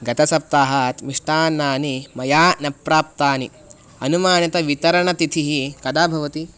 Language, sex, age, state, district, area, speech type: Sanskrit, male, 18-30, Karnataka, Bangalore Rural, urban, read